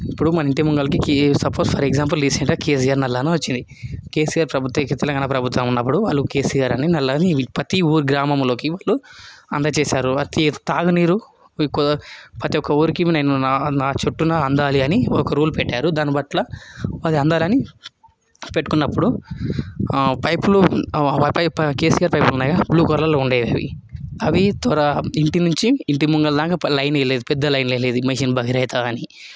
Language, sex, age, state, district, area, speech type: Telugu, male, 18-30, Telangana, Hyderabad, urban, spontaneous